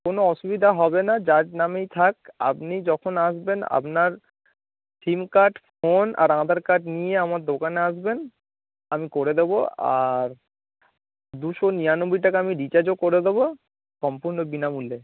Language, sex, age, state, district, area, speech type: Bengali, male, 30-45, West Bengal, Howrah, urban, conversation